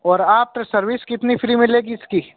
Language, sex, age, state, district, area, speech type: Hindi, male, 18-30, Rajasthan, Nagaur, rural, conversation